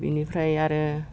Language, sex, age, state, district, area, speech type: Bodo, female, 60+, Assam, Udalguri, rural, spontaneous